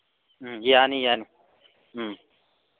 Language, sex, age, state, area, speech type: Manipuri, male, 30-45, Manipur, urban, conversation